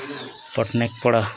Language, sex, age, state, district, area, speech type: Odia, male, 30-45, Odisha, Nuapada, urban, spontaneous